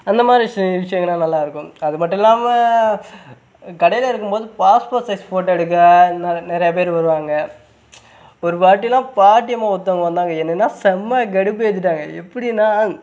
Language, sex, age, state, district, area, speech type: Tamil, male, 18-30, Tamil Nadu, Sivaganga, rural, spontaneous